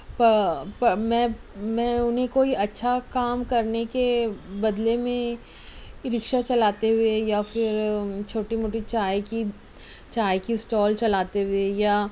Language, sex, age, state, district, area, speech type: Urdu, female, 45-60, Maharashtra, Nashik, urban, spontaneous